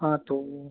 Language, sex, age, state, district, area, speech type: Hindi, male, 45-60, Rajasthan, Karauli, rural, conversation